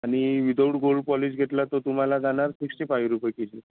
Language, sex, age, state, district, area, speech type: Marathi, male, 30-45, Maharashtra, Amravati, rural, conversation